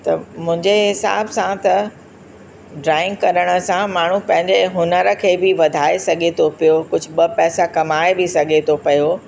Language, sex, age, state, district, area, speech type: Sindhi, female, 60+, Uttar Pradesh, Lucknow, rural, spontaneous